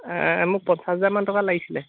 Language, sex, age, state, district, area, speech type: Assamese, male, 18-30, Assam, Golaghat, urban, conversation